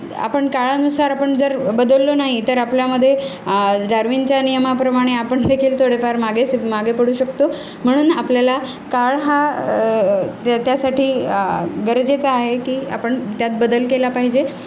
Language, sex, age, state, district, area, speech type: Marathi, female, 30-45, Maharashtra, Nanded, urban, spontaneous